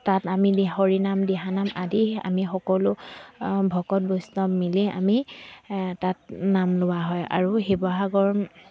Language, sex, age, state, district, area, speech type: Assamese, female, 30-45, Assam, Dibrugarh, rural, spontaneous